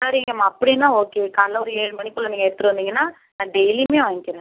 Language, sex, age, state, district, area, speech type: Tamil, female, 30-45, Tamil Nadu, Ariyalur, rural, conversation